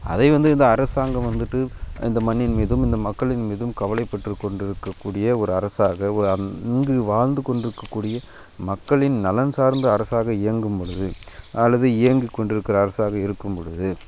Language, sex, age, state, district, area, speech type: Tamil, male, 18-30, Tamil Nadu, Dharmapuri, rural, spontaneous